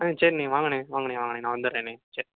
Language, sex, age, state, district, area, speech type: Tamil, male, 18-30, Tamil Nadu, Pudukkottai, rural, conversation